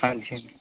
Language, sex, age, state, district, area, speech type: Punjabi, male, 18-30, Punjab, Barnala, rural, conversation